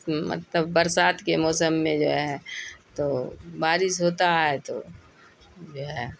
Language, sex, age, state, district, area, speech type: Urdu, female, 60+, Bihar, Khagaria, rural, spontaneous